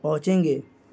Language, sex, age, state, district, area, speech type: Urdu, male, 18-30, Bihar, Gaya, urban, spontaneous